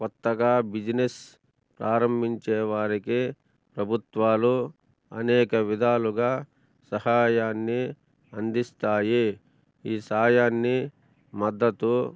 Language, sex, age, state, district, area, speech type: Telugu, male, 45-60, Andhra Pradesh, Annamaya, rural, spontaneous